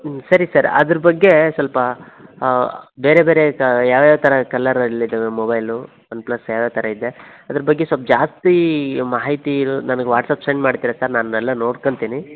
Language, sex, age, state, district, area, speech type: Kannada, male, 18-30, Karnataka, Koppal, rural, conversation